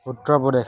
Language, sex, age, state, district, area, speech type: Assamese, male, 30-45, Assam, Dibrugarh, rural, spontaneous